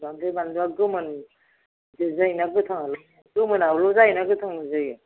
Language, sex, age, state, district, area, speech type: Bodo, female, 60+, Assam, Kokrajhar, rural, conversation